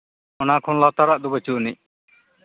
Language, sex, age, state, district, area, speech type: Santali, male, 45-60, Jharkhand, East Singhbhum, rural, conversation